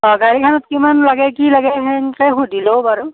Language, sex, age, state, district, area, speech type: Assamese, female, 45-60, Assam, Darrang, rural, conversation